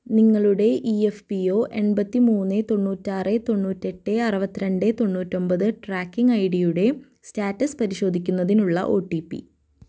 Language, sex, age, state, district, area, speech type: Malayalam, female, 18-30, Kerala, Thrissur, rural, read